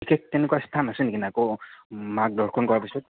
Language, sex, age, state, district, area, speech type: Assamese, male, 18-30, Assam, Goalpara, rural, conversation